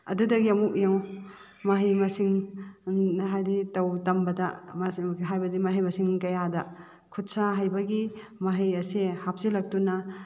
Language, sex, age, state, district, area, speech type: Manipuri, female, 45-60, Manipur, Kakching, rural, spontaneous